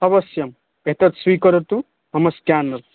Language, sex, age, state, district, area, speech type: Sanskrit, male, 18-30, Odisha, Puri, rural, conversation